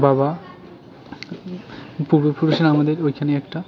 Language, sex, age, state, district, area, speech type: Bengali, male, 18-30, West Bengal, Jalpaiguri, rural, spontaneous